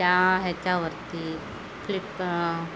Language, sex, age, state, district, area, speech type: Marathi, female, 30-45, Maharashtra, Ratnagiri, rural, spontaneous